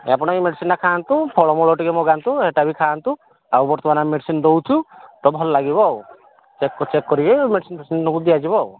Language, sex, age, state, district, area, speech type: Odia, male, 45-60, Odisha, Angul, rural, conversation